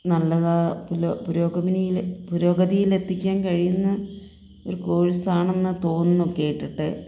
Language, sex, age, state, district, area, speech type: Malayalam, female, 45-60, Kerala, Palakkad, rural, spontaneous